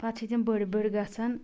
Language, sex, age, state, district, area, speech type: Kashmiri, female, 45-60, Jammu and Kashmir, Anantnag, rural, spontaneous